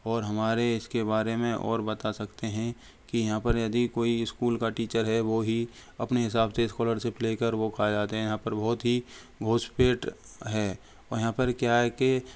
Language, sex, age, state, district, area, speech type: Hindi, male, 18-30, Rajasthan, Karauli, rural, spontaneous